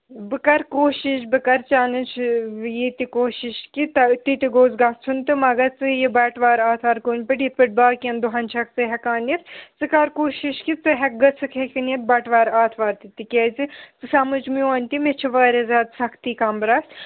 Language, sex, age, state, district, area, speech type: Kashmiri, female, 18-30, Jammu and Kashmir, Srinagar, urban, conversation